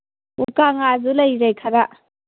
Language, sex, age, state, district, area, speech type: Manipuri, female, 18-30, Manipur, Kangpokpi, urban, conversation